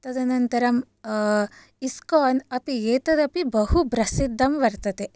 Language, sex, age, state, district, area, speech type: Sanskrit, female, 18-30, Karnataka, Shimoga, urban, spontaneous